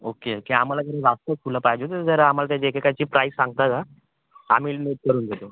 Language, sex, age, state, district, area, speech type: Marathi, male, 18-30, Maharashtra, Thane, urban, conversation